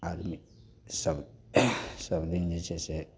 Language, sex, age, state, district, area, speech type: Maithili, male, 45-60, Bihar, Madhepura, rural, spontaneous